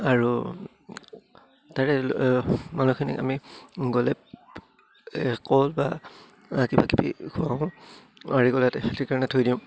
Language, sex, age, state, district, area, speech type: Assamese, male, 30-45, Assam, Udalguri, rural, spontaneous